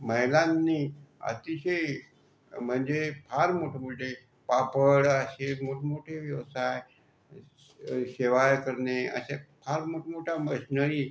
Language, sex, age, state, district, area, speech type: Marathi, male, 45-60, Maharashtra, Buldhana, rural, spontaneous